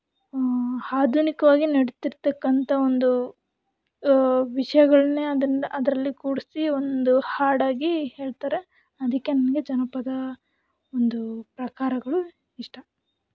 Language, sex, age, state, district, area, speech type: Kannada, female, 18-30, Karnataka, Davanagere, urban, spontaneous